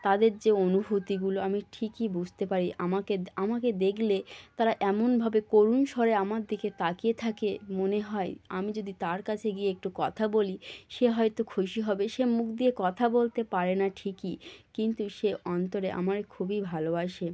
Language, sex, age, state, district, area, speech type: Bengali, female, 18-30, West Bengal, North 24 Parganas, rural, spontaneous